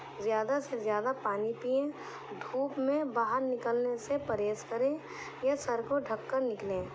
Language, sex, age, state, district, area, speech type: Urdu, female, 18-30, Delhi, East Delhi, urban, spontaneous